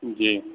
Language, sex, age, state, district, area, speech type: Urdu, male, 18-30, Bihar, Saharsa, rural, conversation